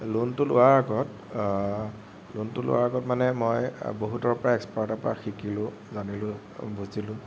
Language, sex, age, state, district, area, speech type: Assamese, male, 18-30, Assam, Nagaon, rural, spontaneous